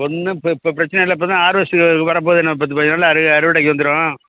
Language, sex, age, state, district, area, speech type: Tamil, male, 60+, Tamil Nadu, Thanjavur, rural, conversation